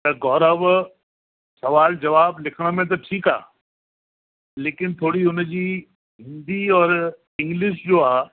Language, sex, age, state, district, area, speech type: Sindhi, male, 60+, Delhi, South Delhi, urban, conversation